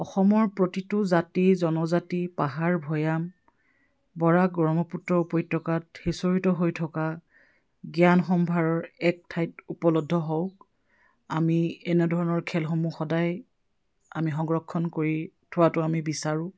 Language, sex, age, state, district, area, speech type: Assamese, female, 45-60, Assam, Dibrugarh, rural, spontaneous